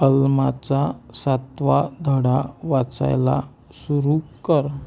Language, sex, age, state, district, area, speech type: Marathi, female, 30-45, Maharashtra, Amravati, rural, read